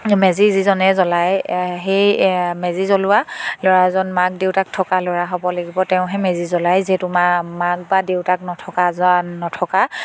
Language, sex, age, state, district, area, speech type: Assamese, female, 18-30, Assam, Sivasagar, rural, spontaneous